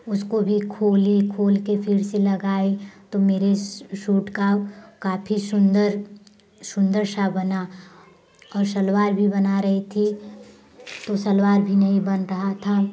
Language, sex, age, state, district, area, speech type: Hindi, female, 18-30, Uttar Pradesh, Prayagraj, rural, spontaneous